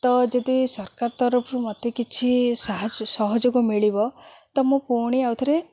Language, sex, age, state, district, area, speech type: Odia, female, 18-30, Odisha, Sundergarh, urban, spontaneous